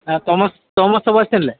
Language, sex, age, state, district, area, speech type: Malayalam, male, 30-45, Kerala, Alappuzha, urban, conversation